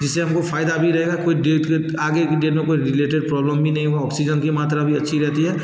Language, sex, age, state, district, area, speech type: Hindi, male, 45-60, Bihar, Darbhanga, rural, spontaneous